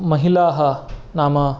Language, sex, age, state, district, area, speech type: Sanskrit, male, 30-45, Karnataka, Uttara Kannada, rural, spontaneous